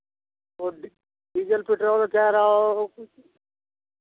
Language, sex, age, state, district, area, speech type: Hindi, male, 60+, Uttar Pradesh, Lucknow, rural, conversation